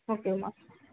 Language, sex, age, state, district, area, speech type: Tamil, female, 18-30, Tamil Nadu, Tiruvallur, urban, conversation